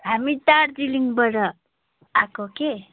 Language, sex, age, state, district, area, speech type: Nepali, female, 60+, West Bengal, Darjeeling, rural, conversation